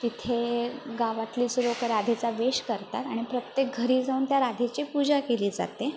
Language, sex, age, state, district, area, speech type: Marathi, female, 18-30, Maharashtra, Sindhudurg, rural, spontaneous